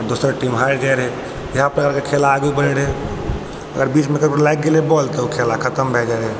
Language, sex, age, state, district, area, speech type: Maithili, male, 30-45, Bihar, Purnia, rural, spontaneous